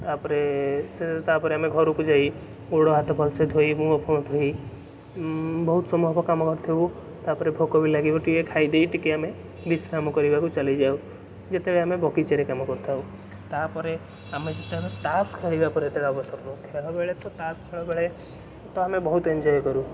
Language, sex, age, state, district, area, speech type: Odia, male, 18-30, Odisha, Cuttack, urban, spontaneous